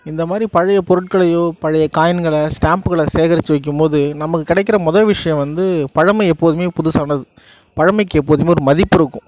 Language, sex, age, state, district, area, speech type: Tamil, male, 18-30, Tamil Nadu, Nagapattinam, rural, spontaneous